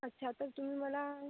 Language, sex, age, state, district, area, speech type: Marathi, female, 18-30, Maharashtra, Amravati, urban, conversation